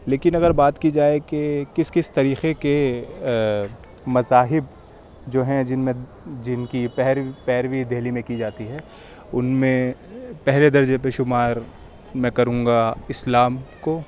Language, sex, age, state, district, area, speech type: Urdu, male, 18-30, Delhi, Central Delhi, urban, spontaneous